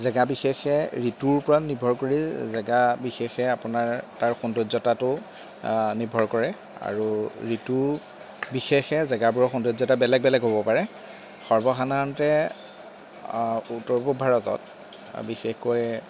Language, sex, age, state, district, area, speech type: Assamese, male, 30-45, Assam, Jorhat, rural, spontaneous